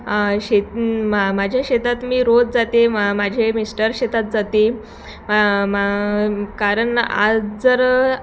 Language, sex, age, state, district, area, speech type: Marathi, female, 18-30, Maharashtra, Thane, rural, spontaneous